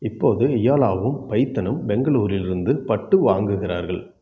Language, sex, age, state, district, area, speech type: Tamil, male, 45-60, Tamil Nadu, Erode, urban, read